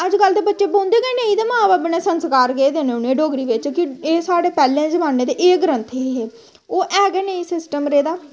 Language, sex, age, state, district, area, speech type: Dogri, female, 18-30, Jammu and Kashmir, Samba, rural, spontaneous